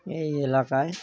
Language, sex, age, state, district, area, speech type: Bengali, male, 18-30, West Bengal, Birbhum, urban, spontaneous